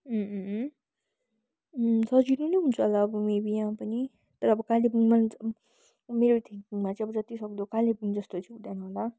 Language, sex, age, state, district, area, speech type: Nepali, female, 18-30, West Bengal, Kalimpong, rural, spontaneous